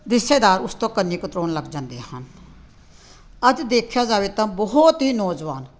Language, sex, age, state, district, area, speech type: Punjabi, female, 60+, Punjab, Tarn Taran, urban, spontaneous